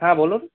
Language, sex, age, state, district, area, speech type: Bengali, male, 18-30, West Bengal, Darjeeling, rural, conversation